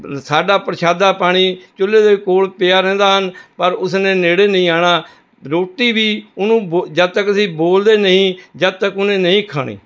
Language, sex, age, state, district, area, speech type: Punjabi, male, 60+, Punjab, Rupnagar, urban, spontaneous